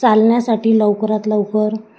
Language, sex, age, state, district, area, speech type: Marathi, female, 45-60, Maharashtra, Wardha, rural, spontaneous